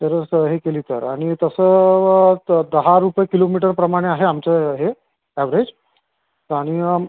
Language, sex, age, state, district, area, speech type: Marathi, male, 30-45, Maharashtra, Amravati, urban, conversation